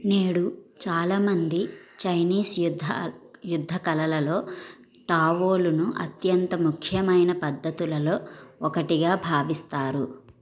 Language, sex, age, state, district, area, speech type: Telugu, female, 45-60, Andhra Pradesh, N T Rama Rao, rural, read